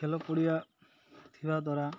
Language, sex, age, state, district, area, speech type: Odia, male, 30-45, Odisha, Malkangiri, urban, spontaneous